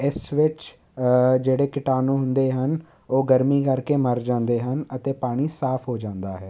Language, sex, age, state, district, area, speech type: Punjabi, male, 18-30, Punjab, Jalandhar, urban, spontaneous